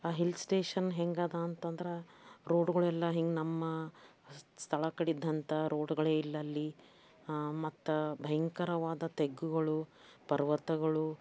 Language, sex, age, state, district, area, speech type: Kannada, female, 60+, Karnataka, Bidar, urban, spontaneous